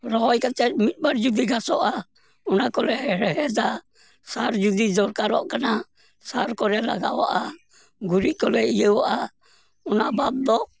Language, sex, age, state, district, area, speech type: Santali, male, 60+, West Bengal, Purulia, rural, spontaneous